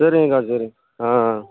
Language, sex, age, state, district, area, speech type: Tamil, male, 60+, Tamil Nadu, Pudukkottai, rural, conversation